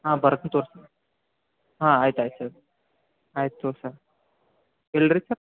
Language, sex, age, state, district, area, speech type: Kannada, male, 30-45, Karnataka, Belgaum, rural, conversation